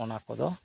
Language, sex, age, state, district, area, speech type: Santali, male, 30-45, West Bengal, Birbhum, rural, spontaneous